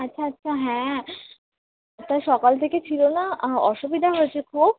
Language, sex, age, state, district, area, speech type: Bengali, female, 18-30, West Bengal, Kolkata, urban, conversation